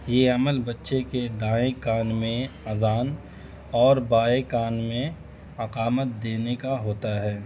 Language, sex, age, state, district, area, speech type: Urdu, male, 30-45, Bihar, Gaya, urban, spontaneous